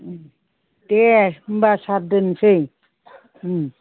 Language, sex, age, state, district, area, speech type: Bodo, female, 60+, Assam, Chirang, rural, conversation